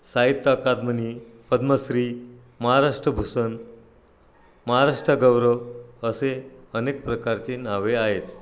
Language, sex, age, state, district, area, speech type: Marathi, male, 60+, Maharashtra, Nagpur, urban, spontaneous